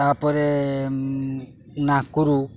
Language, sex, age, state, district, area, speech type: Odia, male, 45-60, Odisha, Jagatsinghpur, urban, spontaneous